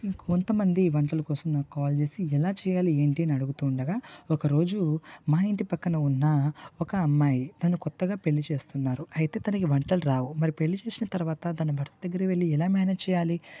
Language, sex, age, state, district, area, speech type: Telugu, male, 18-30, Telangana, Nalgonda, rural, spontaneous